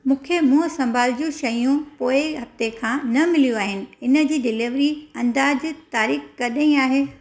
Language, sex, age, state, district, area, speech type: Sindhi, female, 45-60, Gujarat, Surat, urban, read